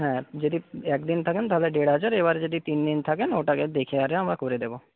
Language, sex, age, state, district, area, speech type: Bengali, male, 30-45, West Bengal, Paschim Medinipur, rural, conversation